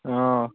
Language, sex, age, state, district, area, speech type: Assamese, male, 18-30, Assam, Majuli, urban, conversation